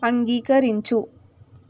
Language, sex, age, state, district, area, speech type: Telugu, female, 18-30, Telangana, Nalgonda, urban, read